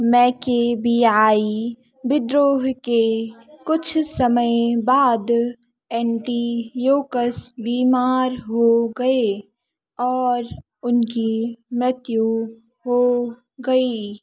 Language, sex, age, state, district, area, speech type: Hindi, female, 18-30, Madhya Pradesh, Narsinghpur, urban, read